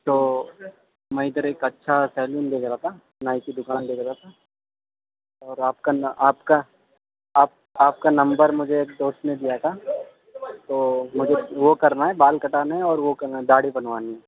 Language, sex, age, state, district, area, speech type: Urdu, male, 18-30, Delhi, East Delhi, urban, conversation